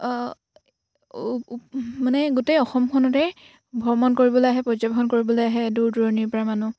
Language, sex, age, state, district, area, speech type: Assamese, female, 18-30, Assam, Sivasagar, rural, spontaneous